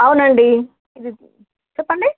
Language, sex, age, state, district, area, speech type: Telugu, female, 45-60, Telangana, Nizamabad, rural, conversation